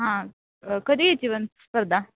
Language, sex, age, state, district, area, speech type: Marathi, female, 18-30, Maharashtra, Satara, rural, conversation